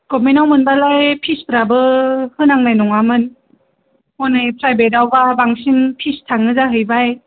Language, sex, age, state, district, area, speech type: Bodo, female, 30-45, Assam, Kokrajhar, urban, conversation